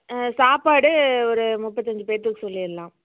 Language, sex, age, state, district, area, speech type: Tamil, female, 30-45, Tamil Nadu, Namakkal, rural, conversation